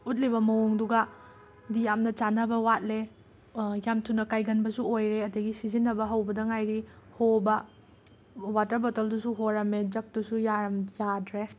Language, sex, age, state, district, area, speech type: Manipuri, female, 18-30, Manipur, Imphal West, urban, spontaneous